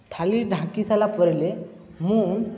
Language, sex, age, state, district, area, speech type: Odia, male, 18-30, Odisha, Subarnapur, urban, spontaneous